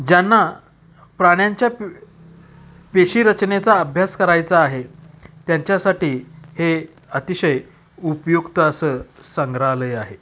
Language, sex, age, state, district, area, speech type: Marathi, male, 45-60, Maharashtra, Satara, urban, spontaneous